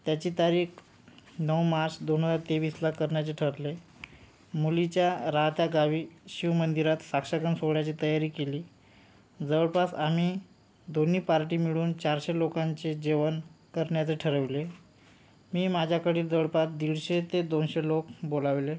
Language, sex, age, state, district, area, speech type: Marathi, male, 30-45, Maharashtra, Yavatmal, rural, spontaneous